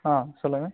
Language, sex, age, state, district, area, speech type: Tamil, male, 18-30, Tamil Nadu, Dharmapuri, rural, conversation